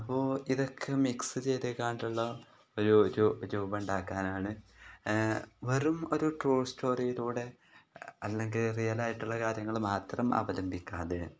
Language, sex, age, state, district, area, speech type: Malayalam, male, 18-30, Kerala, Kozhikode, rural, spontaneous